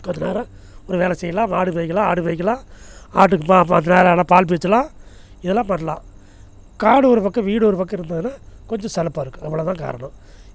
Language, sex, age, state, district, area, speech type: Tamil, male, 60+, Tamil Nadu, Namakkal, rural, spontaneous